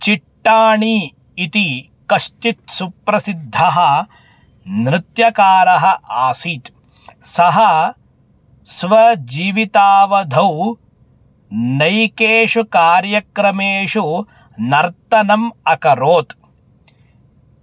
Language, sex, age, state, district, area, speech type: Sanskrit, male, 18-30, Karnataka, Bangalore Rural, urban, spontaneous